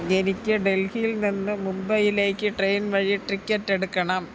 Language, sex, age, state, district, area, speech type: Malayalam, female, 60+, Kerala, Thiruvananthapuram, rural, read